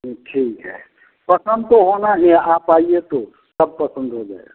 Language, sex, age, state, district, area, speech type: Hindi, male, 60+, Bihar, Madhepura, urban, conversation